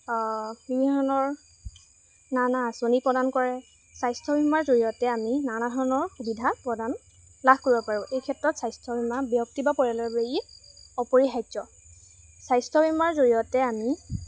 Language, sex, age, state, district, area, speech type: Assamese, female, 18-30, Assam, Lakhimpur, rural, spontaneous